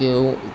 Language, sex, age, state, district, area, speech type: Gujarati, male, 18-30, Gujarat, Rajkot, urban, spontaneous